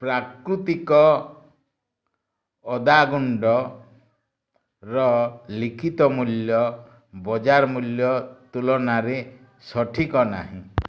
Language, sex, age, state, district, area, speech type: Odia, male, 60+, Odisha, Bargarh, rural, read